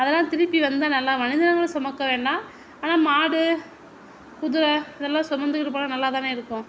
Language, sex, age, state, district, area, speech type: Tamil, female, 60+, Tamil Nadu, Mayiladuthurai, urban, spontaneous